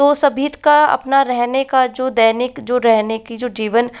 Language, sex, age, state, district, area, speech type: Hindi, male, 18-30, Rajasthan, Jaipur, urban, spontaneous